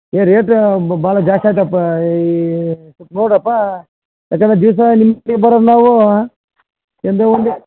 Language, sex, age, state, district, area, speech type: Kannada, male, 45-60, Karnataka, Bellary, rural, conversation